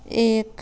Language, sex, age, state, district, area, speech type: Hindi, female, 18-30, Bihar, Madhepura, rural, read